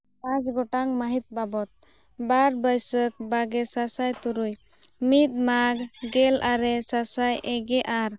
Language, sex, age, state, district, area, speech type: Santali, female, 18-30, Jharkhand, Seraikela Kharsawan, rural, spontaneous